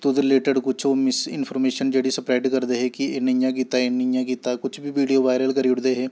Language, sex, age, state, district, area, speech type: Dogri, male, 18-30, Jammu and Kashmir, Samba, rural, spontaneous